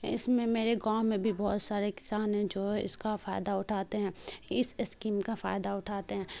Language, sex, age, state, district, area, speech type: Urdu, female, 18-30, Bihar, Khagaria, rural, spontaneous